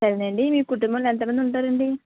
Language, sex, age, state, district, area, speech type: Telugu, female, 18-30, Andhra Pradesh, East Godavari, rural, conversation